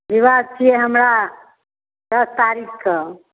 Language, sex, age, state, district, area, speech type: Maithili, female, 45-60, Bihar, Darbhanga, urban, conversation